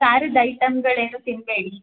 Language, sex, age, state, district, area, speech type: Kannada, female, 18-30, Karnataka, Hassan, rural, conversation